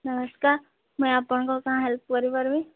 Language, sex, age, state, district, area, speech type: Odia, female, 18-30, Odisha, Subarnapur, urban, conversation